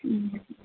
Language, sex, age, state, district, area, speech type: Odia, female, 30-45, Odisha, Sundergarh, urban, conversation